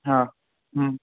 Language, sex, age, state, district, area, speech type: Sindhi, male, 18-30, Gujarat, Junagadh, urban, conversation